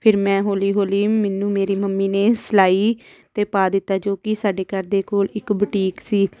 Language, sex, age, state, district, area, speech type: Punjabi, female, 30-45, Punjab, Amritsar, urban, spontaneous